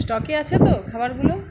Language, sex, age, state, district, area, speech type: Bengali, female, 30-45, West Bengal, Uttar Dinajpur, rural, spontaneous